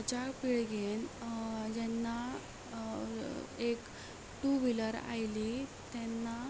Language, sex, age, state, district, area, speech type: Goan Konkani, female, 18-30, Goa, Ponda, rural, spontaneous